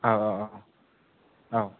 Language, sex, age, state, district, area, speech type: Bodo, male, 18-30, Assam, Kokrajhar, rural, conversation